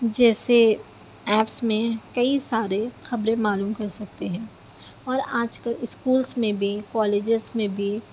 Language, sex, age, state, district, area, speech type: Urdu, female, 18-30, Telangana, Hyderabad, urban, spontaneous